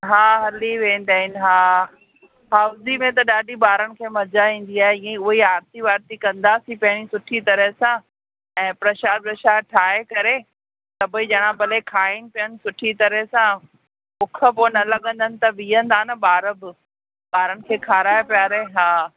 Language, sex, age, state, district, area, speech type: Sindhi, female, 45-60, Maharashtra, Pune, urban, conversation